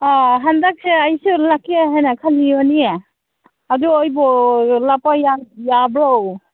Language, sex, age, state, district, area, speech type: Manipuri, female, 30-45, Manipur, Senapati, urban, conversation